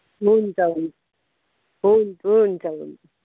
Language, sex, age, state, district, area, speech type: Nepali, female, 30-45, West Bengal, Darjeeling, rural, conversation